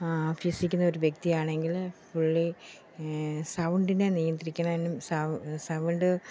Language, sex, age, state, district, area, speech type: Malayalam, female, 45-60, Kerala, Pathanamthitta, rural, spontaneous